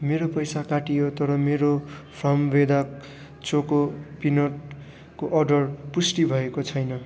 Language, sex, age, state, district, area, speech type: Nepali, male, 18-30, West Bengal, Darjeeling, rural, read